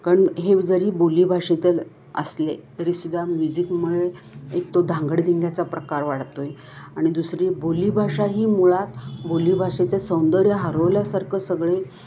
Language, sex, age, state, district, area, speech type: Marathi, female, 60+, Maharashtra, Kolhapur, urban, spontaneous